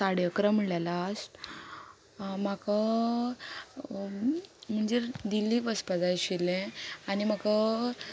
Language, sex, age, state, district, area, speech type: Goan Konkani, female, 18-30, Goa, Ponda, rural, spontaneous